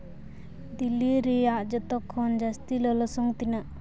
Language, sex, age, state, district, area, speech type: Santali, female, 18-30, Jharkhand, Seraikela Kharsawan, rural, read